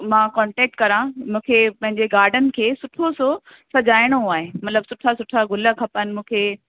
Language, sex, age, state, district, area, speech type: Sindhi, female, 30-45, Uttar Pradesh, Lucknow, urban, conversation